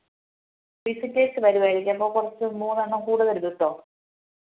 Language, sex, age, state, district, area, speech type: Malayalam, female, 30-45, Kerala, Thiruvananthapuram, rural, conversation